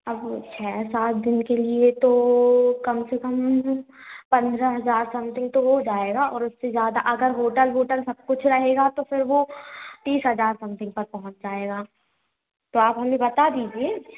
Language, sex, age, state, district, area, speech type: Hindi, female, 18-30, Madhya Pradesh, Hoshangabad, urban, conversation